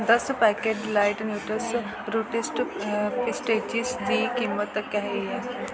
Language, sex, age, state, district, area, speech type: Dogri, female, 18-30, Jammu and Kashmir, Kathua, rural, read